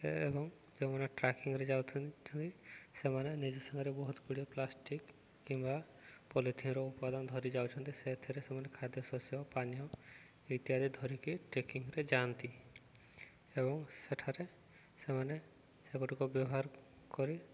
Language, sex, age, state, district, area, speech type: Odia, male, 18-30, Odisha, Subarnapur, urban, spontaneous